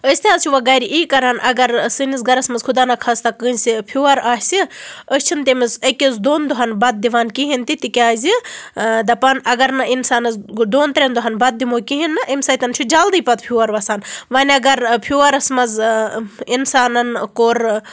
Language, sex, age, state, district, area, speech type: Kashmiri, female, 30-45, Jammu and Kashmir, Baramulla, rural, spontaneous